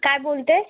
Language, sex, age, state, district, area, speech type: Marathi, female, 30-45, Maharashtra, Solapur, urban, conversation